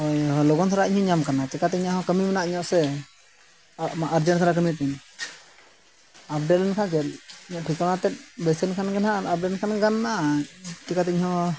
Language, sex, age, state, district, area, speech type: Santali, male, 45-60, Odisha, Mayurbhanj, rural, spontaneous